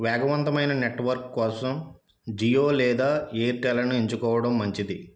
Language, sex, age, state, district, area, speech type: Telugu, male, 30-45, Andhra Pradesh, East Godavari, rural, spontaneous